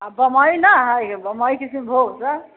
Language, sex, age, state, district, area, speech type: Maithili, female, 60+, Bihar, Sitamarhi, rural, conversation